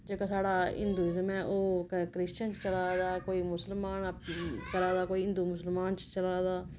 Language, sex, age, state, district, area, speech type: Dogri, female, 30-45, Jammu and Kashmir, Samba, rural, spontaneous